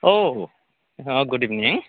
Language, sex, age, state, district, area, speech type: Bodo, male, 45-60, Assam, Chirang, rural, conversation